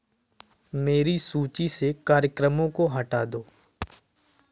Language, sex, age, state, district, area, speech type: Hindi, male, 18-30, Uttar Pradesh, Jaunpur, rural, read